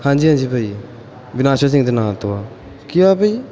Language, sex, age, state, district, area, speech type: Punjabi, male, 18-30, Punjab, Pathankot, urban, spontaneous